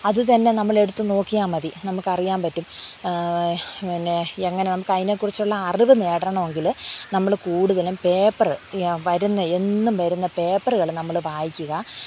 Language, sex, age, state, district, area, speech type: Malayalam, female, 45-60, Kerala, Thiruvananthapuram, urban, spontaneous